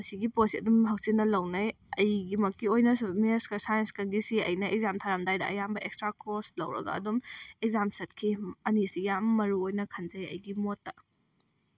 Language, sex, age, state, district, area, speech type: Manipuri, female, 18-30, Manipur, Kakching, rural, spontaneous